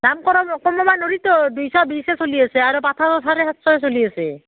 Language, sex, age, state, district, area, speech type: Assamese, female, 45-60, Assam, Barpeta, rural, conversation